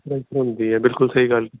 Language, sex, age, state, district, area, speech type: Punjabi, male, 30-45, Punjab, Jalandhar, urban, conversation